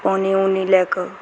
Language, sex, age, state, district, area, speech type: Maithili, female, 18-30, Bihar, Begusarai, urban, spontaneous